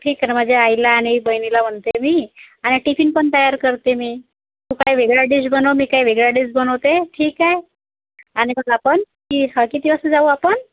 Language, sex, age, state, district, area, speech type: Marathi, female, 60+, Maharashtra, Nagpur, rural, conversation